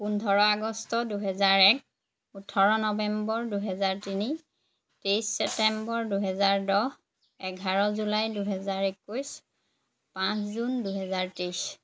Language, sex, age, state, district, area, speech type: Assamese, female, 30-45, Assam, Jorhat, urban, spontaneous